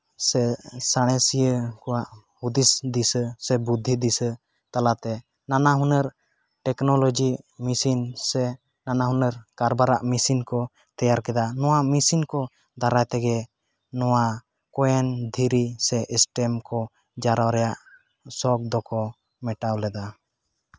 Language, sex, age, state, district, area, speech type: Santali, male, 18-30, West Bengal, Jhargram, rural, spontaneous